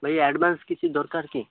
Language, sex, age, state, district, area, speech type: Odia, male, 18-30, Odisha, Malkangiri, urban, conversation